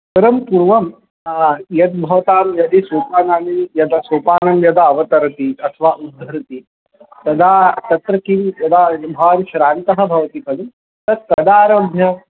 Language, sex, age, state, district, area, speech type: Sanskrit, male, 18-30, Maharashtra, Chandrapur, urban, conversation